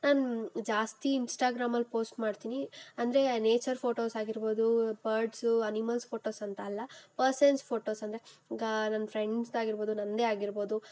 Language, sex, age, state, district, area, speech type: Kannada, female, 18-30, Karnataka, Kolar, rural, spontaneous